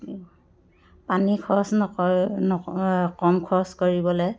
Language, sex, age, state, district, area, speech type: Assamese, female, 30-45, Assam, Dhemaji, urban, spontaneous